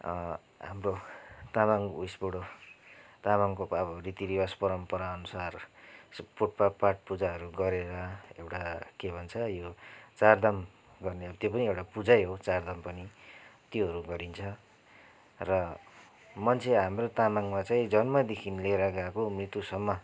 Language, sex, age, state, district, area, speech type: Nepali, male, 30-45, West Bengal, Kalimpong, rural, spontaneous